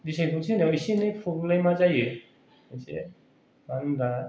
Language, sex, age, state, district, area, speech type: Bodo, male, 30-45, Assam, Kokrajhar, rural, spontaneous